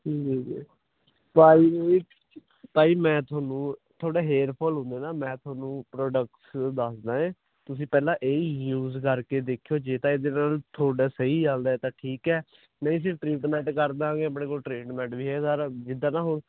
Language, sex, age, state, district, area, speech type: Punjabi, male, 18-30, Punjab, Hoshiarpur, rural, conversation